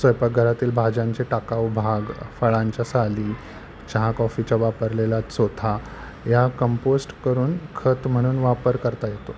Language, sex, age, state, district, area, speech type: Marathi, male, 45-60, Maharashtra, Thane, rural, spontaneous